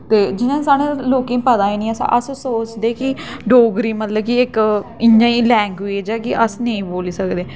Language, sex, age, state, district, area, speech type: Dogri, female, 18-30, Jammu and Kashmir, Jammu, rural, spontaneous